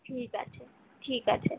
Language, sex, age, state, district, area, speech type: Bengali, female, 18-30, West Bengal, Kolkata, urban, conversation